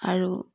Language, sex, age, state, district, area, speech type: Assamese, female, 45-60, Assam, Jorhat, urban, spontaneous